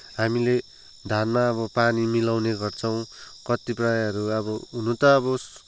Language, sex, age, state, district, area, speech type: Nepali, male, 18-30, West Bengal, Kalimpong, rural, spontaneous